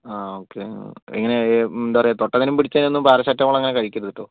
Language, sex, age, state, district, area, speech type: Malayalam, male, 18-30, Kerala, Wayanad, rural, conversation